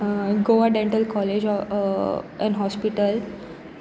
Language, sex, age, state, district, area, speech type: Goan Konkani, female, 18-30, Goa, Sanguem, rural, spontaneous